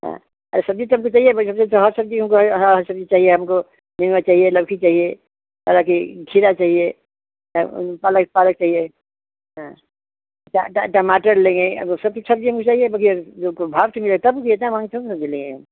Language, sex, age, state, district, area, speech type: Hindi, female, 60+, Uttar Pradesh, Ghazipur, rural, conversation